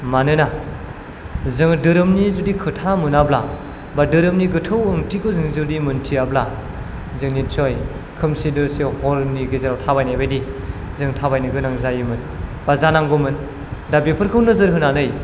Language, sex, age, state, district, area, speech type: Bodo, male, 18-30, Assam, Chirang, rural, spontaneous